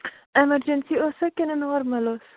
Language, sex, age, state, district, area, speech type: Kashmiri, female, 30-45, Jammu and Kashmir, Bandipora, rural, conversation